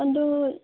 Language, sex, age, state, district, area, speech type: Manipuri, female, 30-45, Manipur, Senapati, rural, conversation